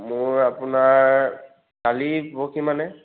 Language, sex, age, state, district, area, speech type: Assamese, male, 18-30, Assam, Charaideo, urban, conversation